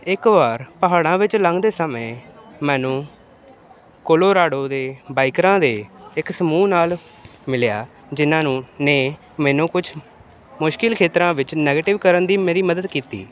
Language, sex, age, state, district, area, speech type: Punjabi, male, 18-30, Punjab, Ludhiana, urban, spontaneous